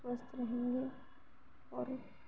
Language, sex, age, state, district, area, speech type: Urdu, female, 18-30, Uttar Pradesh, Gautam Buddha Nagar, rural, spontaneous